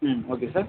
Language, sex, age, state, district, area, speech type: Tamil, male, 18-30, Tamil Nadu, Viluppuram, urban, conversation